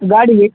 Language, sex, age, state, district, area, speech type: Kannada, male, 30-45, Karnataka, Udupi, rural, conversation